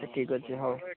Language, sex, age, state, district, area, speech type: Odia, male, 18-30, Odisha, Cuttack, urban, conversation